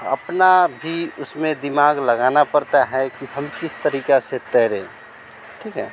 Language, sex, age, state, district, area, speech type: Hindi, male, 45-60, Bihar, Vaishali, urban, spontaneous